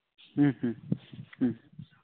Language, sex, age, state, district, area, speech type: Santali, male, 30-45, Jharkhand, East Singhbhum, rural, conversation